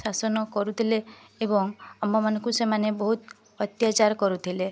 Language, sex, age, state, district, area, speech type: Odia, female, 30-45, Odisha, Mayurbhanj, rural, spontaneous